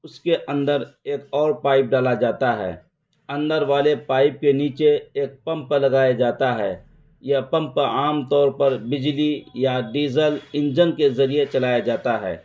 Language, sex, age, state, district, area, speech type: Urdu, male, 30-45, Bihar, Araria, rural, spontaneous